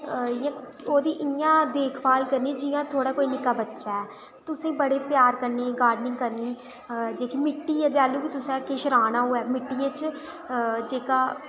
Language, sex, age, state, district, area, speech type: Dogri, female, 18-30, Jammu and Kashmir, Udhampur, rural, spontaneous